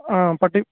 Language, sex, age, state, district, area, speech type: Tamil, male, 30-45, Tamil Nadu, Salem, urban, conversation